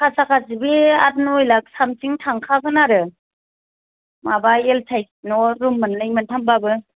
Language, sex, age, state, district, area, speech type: Bodo, female, 45-60, Assam, Kokrajhar, rural, conversation